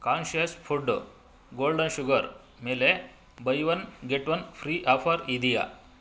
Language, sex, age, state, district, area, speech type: Kannada, male, 45-60, Karnataka, Bangalore Urban, rural, read